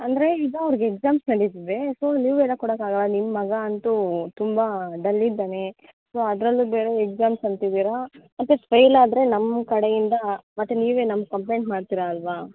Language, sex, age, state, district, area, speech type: Kannada, female, 18-30, Karnataka, Bangalore Urban, rural, conversation